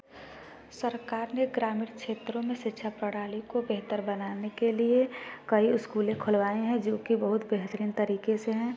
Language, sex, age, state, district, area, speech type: Hindi, female, 18-30, Uttar Pradesh, Varanasi, rural, spontaneous